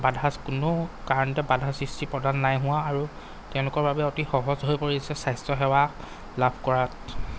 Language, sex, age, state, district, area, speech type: Assamese, male, 30-45, Assam, Golaghat, urban, spontaneous